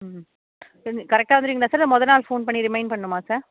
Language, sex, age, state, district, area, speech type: Tamil, female, 30-45, Tamil Nadu, Tiruvarur, rural, conversation